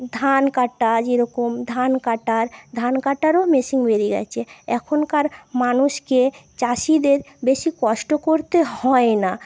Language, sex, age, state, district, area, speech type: Bengali, female, 30-45, West Bengal, Paschim Medinipur, urban, spontaneous